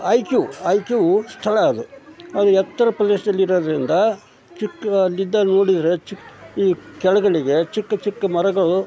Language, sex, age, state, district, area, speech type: Kannada, male, 60+, Karnataka, Koppal, rural, spontaneous